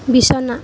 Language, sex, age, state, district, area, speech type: Assamese, female, 18-30, Assam, Kamrup Metropolitan, urban, read